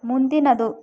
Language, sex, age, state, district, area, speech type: Kannada, female, 45-60, Karnataka, Bidar, rural, read